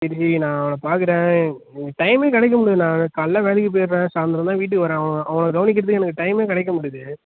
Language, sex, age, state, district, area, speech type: Tamil, male, 18-30, Tamil Nadu, Nagapattinam, rural, conversation